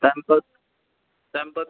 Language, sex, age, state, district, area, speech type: Kashmiri, male, 18-30, Jammu and Kashmir, Anantnag, rural, conversation